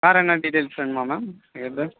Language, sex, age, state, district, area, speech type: Tamil, male, 30-45, Tamil Nadu, Chennai, urban, conversation